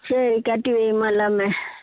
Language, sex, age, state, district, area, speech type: Tamil, female, 60+, Tamil Nadu, Namakkal, rural, conversation